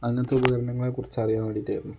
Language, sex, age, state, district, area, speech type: Malayalam, male, 18-30, Kerala, Kozhikode, rural, spontaneous